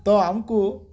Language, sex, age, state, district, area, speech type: Odia, male, 45-60, Odisha, Bargarh, rural, spontaneous